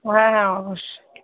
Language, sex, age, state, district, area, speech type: Bengali, female, 30-45, West Bengal, Darjeeling, urban, conversation